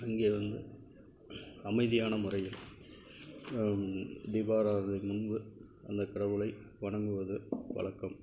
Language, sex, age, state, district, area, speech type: Tamil, male, 45-60, Tamil Nadu, Krishnagiri, rural, spontaneous